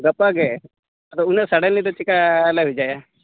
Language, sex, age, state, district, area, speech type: Santali, male, 18-30, Jharkhand, Seraikela Kharsawan, rural, conversation